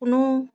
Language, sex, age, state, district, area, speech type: Assamese, female, 45-60, Assam, Biswanath, rural, spontaneous